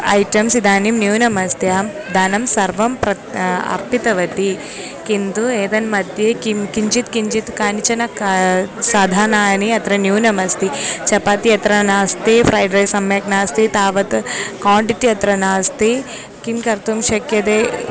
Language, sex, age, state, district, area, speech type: Sanskrit, female, 18-30, Kerala, Thiruvananthapuram, rural, spontaneous